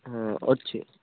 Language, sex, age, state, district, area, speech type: Odia, male, 18-30, Odisha, Malkangiri, urban, conversation